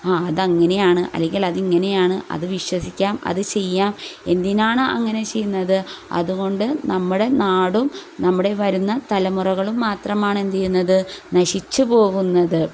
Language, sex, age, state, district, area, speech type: Malayalam, female, 30-45, Kerala, Kozhikode, rural, spontaneous